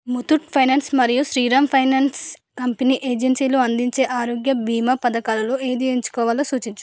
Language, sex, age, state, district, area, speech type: Telugu, female, 18-30, Telangana, Vikarabad, rural, read